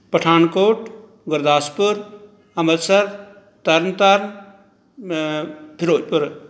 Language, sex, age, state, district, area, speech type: Punjabi, male, 45-60, Punjab, Pathankot, rural, spontaneous